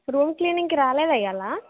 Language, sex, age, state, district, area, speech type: Telugu, female, 18-30, Telangana, Jagtial, urban, conversation